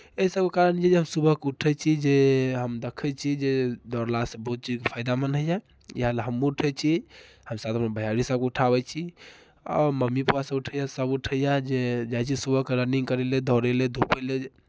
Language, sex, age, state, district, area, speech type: Maithili, male, 18-30, Bihar, Darbhanga, rural, spontaneous